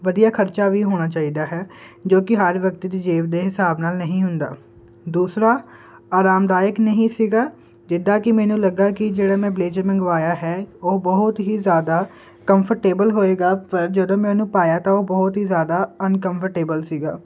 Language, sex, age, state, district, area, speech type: Punjabi, male, 18-30, Punjab, Kapurthala, urban, spontaneous